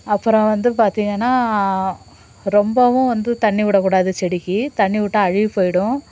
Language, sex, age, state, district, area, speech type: Tamil, female, 30-45, Tamil Nadu, Nagapattinam, urban, spontaneous